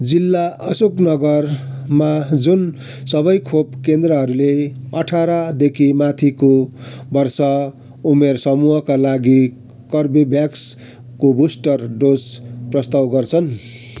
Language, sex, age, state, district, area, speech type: Nepali, male, 60+, West Bengal, Kalimpong, rural, read